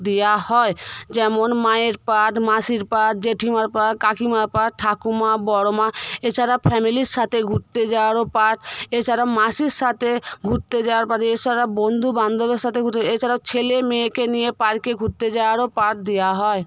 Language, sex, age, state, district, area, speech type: Bengali, female, 18-30, West Bengal, Paschim Medinipur, rural, spontaneous